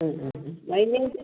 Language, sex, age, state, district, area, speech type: Malayalam, female, 45-60, Kerala, Thiruvananthapuram, rural, conversation